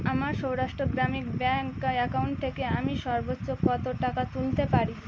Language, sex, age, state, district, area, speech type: Bengali, female, 18-30, West Bengal, Birbhum, urban, read